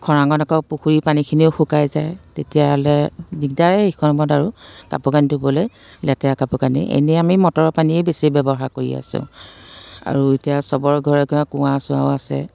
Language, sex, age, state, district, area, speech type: Assamese, female, 45-60, Assam, Biswanath, rural, spontaneous